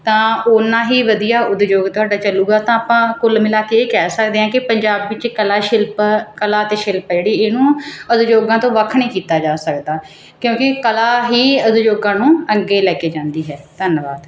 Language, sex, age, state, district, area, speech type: Punjabi, female, 30-45, Punjab, Mansa, urban, spontaneous